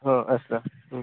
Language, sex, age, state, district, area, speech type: Odia, male, 30-45, Odisha, Sambalpur, rural, conversation